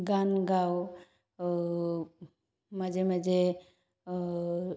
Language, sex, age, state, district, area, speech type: Assamese, female, 30-45, Assam, Goalpara, urban, spontaneous